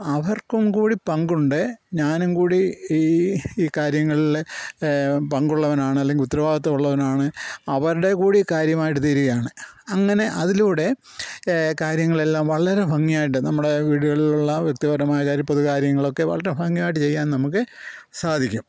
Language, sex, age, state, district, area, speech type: Malayalam, male, 60+, Kerala, Pathanamthitta, rural, spontaneous